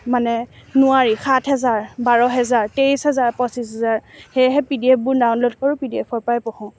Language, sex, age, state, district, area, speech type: Assamese, female, 18-30, Assam, Morigaon, rural, spontaneous